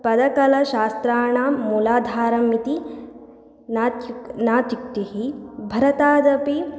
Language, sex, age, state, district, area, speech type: Sanskrit, female, 18-30, Karnataka, Chitradurga, rural, spontaneous